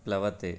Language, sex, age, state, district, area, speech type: Sanskrit, male, 30-45, Karnataka, Chikkamagaluru, rural, read